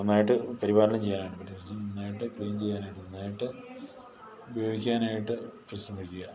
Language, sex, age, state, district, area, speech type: Malayalam, male, 45-60, Kerala, Idukki, rural, spontaneous